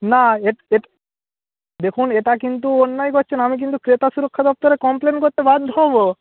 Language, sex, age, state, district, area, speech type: Bengali, male, 18-30, West Bengal, Purba Medinipur, rural, conversation